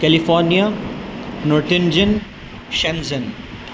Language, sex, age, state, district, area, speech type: Urdu, male, 18-30, Delhi, North East Delhi, urban, spontaneous